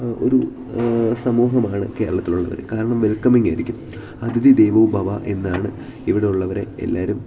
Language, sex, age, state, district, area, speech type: Malayalam, male, 18-30, Kerala, Idukki, rural, spontaneous